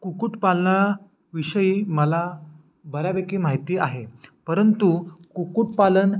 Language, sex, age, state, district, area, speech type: Marathi, male, 18-30, Maharashtra, Ratnagiri, rural, spontaneous